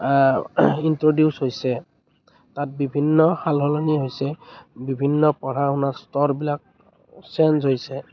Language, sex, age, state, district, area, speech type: Assamese, male, 30-45, Assam, Kamrup Metropolitan, urban, spontaneous